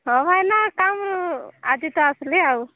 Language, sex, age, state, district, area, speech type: Odia, female, 18-30, Odisha, Nabarangpur, urban, conversation